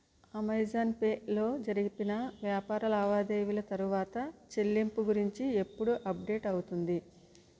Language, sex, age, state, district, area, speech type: Telugu, female, 60+, Andhra Pradesh, West Godavari, rural, read